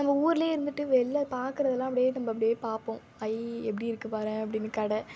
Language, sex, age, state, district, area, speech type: Tamil, female, 18-30, Tamil Nadu, Thanjavur, urban, spontaneous